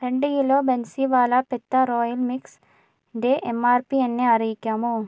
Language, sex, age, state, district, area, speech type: Malayalam, other, 45-60, Kerala, Kozhikode, urban, read